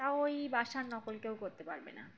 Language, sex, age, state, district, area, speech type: Bengali, female, 18-30, West Bengal, Uttar Dinajpur, urban, spontaneous